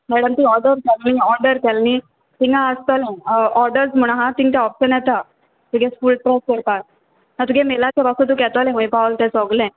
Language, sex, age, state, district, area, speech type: Goan Konkani, female, 18-30, Goa, Salcete, rural, conversation